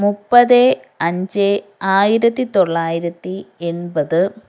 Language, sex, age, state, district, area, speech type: Malayalam, female, 30-45, Kerala, Kollam, rural, spontaneous